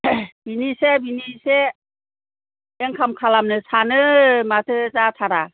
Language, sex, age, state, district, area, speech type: Bodo, female, 60+, Assam, Kokrajhar, rural, conversation